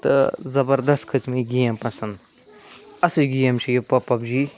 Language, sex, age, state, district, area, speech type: Kashmiri, male, 45-60, Jammu and Kashmir, Ganderbal, urban, spontaneous